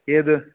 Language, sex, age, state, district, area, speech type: Malayalam, male, 18-30, Kerala, Idukki, rural, conversation